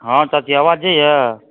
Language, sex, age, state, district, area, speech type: Maithili, female, 30-45, Bihar, Supaul, rural, conversation